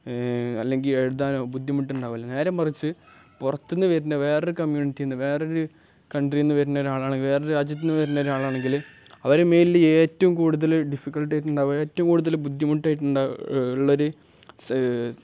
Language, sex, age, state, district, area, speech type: Malayalam, male, 18-30, Kerala, Kozhikode, rural, spontaneous